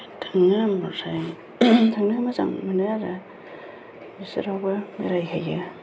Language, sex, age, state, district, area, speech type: Bodo, female, 45-60, Assam, Kokrajhar, urban, spontaneous